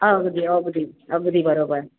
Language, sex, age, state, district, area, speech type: Marathi, female, 45-60, Maharashtra, Mumbai Suburban, urban, conversation